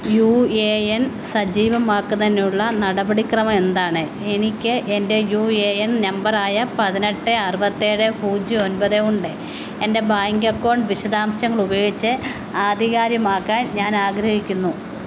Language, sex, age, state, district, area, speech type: Malayalam, female, 45-60, Kerala, Kottayam, rural, read